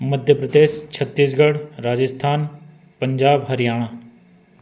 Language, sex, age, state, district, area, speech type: Hindi, male, 30-45, Madhya Pradesh, Betul, urban, spontaneous